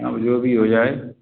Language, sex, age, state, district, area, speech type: Hindi, male, 45-60, Madhya Pradesh, Gwalior, urban, conversation